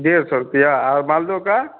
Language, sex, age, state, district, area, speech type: Hindi, male, 18-30, Bihar, Vaishali, urban, conversation